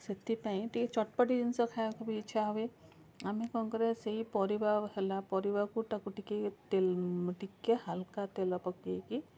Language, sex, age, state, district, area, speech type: Odia, female, 45-60, Odisha, Cuttack, urban, spontaneous